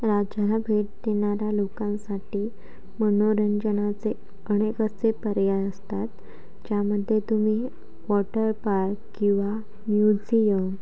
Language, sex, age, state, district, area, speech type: Marathi, female, 18-30, Maharashtra, Sindhudurg, rural, spontaneous